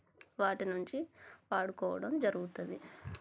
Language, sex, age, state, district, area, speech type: Telugu, female, 30-45, Telangana, Warangal, rural, spontaneous